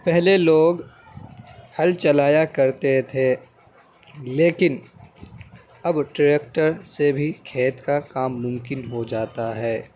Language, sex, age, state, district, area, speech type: Urdu, male, 18-30, Delhi, Central Delhi, urban, spontaneous